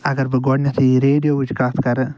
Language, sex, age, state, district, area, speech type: Kashmiri, male, 60+, Jammu and Kashmir, Ganderbal, urban, spontaneous